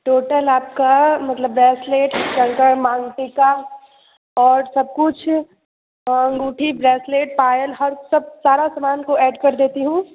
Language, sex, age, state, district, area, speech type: Hindi, female, 18-30, Bihar, Muzaffarpur, urban, conversation